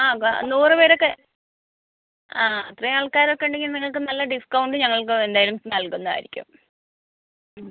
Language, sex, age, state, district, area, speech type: Malayalam, female, 45-60, Kerala, Kozhikode, urban, conversation